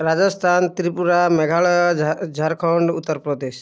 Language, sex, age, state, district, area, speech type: Odia, male, 30-45, Odisha, Kalahandi, rural, spontaneous